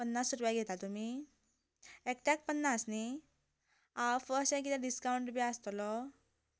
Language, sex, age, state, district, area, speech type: Goan Konkani, female, 18-30, Goa, Canacona, rural, spontaneous